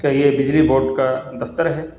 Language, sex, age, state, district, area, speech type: Urdu, male, 45-60, Bihar, Gaya, urban, spontaneous